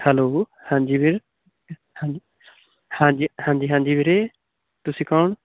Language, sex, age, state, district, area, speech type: Punjabi, male, 18-30, Punjab, Patiala, rural, conversation